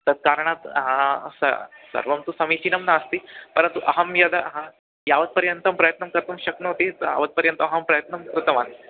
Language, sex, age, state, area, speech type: Sanskrit, male, 18-30, Chhattisgarh, urban, conversation